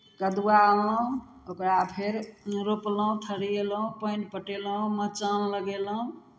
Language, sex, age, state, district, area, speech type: Maithili, female, 60+, Bihar, Samastipur, rural, spontaneous